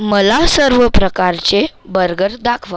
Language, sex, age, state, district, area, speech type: Marathi, male, 30-45, Maharashtra, Nagpur, urban, read